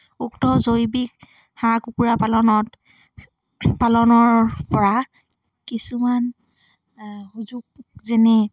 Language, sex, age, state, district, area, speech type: Assamese, female, 18-30, Assam, Dibrugarh, rural, spontaneous